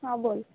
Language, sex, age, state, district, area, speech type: Marathi, female, 18-30, Maharashtra, Nagpur, rural, conversation